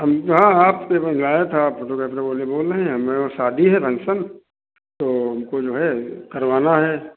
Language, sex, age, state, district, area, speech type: Hindi, male, 45-60, Uttar Pradesh, Hardoi, rural, conversation